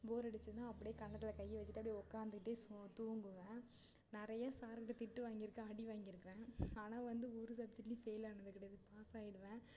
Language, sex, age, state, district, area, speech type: Tamil, female, 18-30, Tamil Nadu, Ariyalur, rural, spontaneous